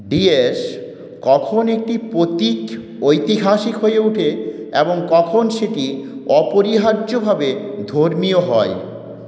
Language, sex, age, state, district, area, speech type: Bengali, male, 45-60, West Bengal, Purulia, urban, read